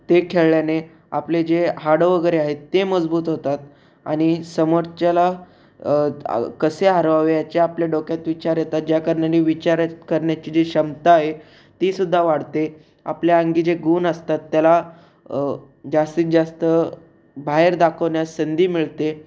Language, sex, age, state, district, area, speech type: Marathi, male, 18-30, Maharashtra, Raigad, rural, spontaneous